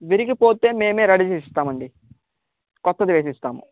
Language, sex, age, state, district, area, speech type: Telugu, male, 18-30, Andhra Pradesh, Chittoor, rural, conversation